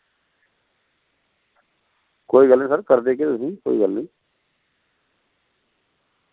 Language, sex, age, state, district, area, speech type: Dogri, male, 45-60, Jammu and Kashmir, Samba, rural, conversation